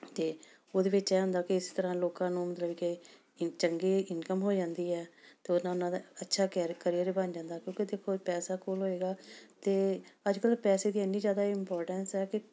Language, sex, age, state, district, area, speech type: Punjabi, female, 45-60, Punjab, Amritsar, urban, spontaneous